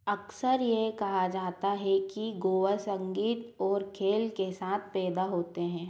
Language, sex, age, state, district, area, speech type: Hindi, female, 45-60, Madhya Pradesh, Bhopal, urban, read